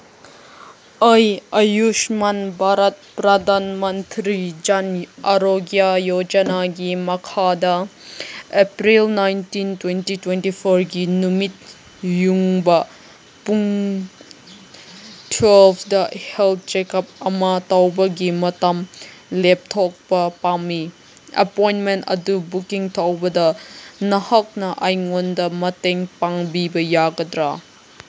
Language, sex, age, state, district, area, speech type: Manipuri, female, 30-45, Manipur, Senapati, urban, read